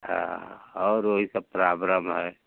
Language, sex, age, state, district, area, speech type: Hindi, male, 60+, Uttar Pradesh, Mau, rural, conversation